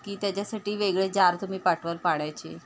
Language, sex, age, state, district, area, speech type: Marathi, female, 30-45, Maharashtra, Ratnagiri, rural, spontaneous